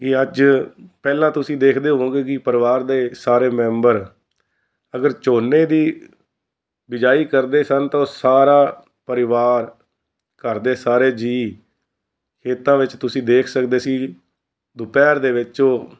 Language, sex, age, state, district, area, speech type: Punjabi, male, 45-60, Punjab, Fazilka, rural, spontaneous